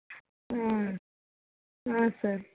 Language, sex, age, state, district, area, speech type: Kannada, female, 30-45, Karnataka, Chitradurga, urban, conversation